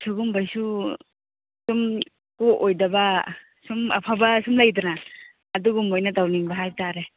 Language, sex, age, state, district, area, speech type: Manipuri, female, 45-60, Manipur, Churachandpur, urban, conversation